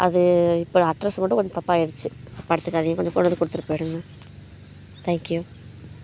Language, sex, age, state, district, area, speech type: Tamil, female, 18-30, Tamil Nadu, Kallakurichi, urban, spontaneous